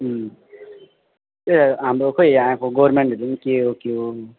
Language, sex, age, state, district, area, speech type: Nepali, male, 18-30, West Bengal, Alipurduar, urban, conversation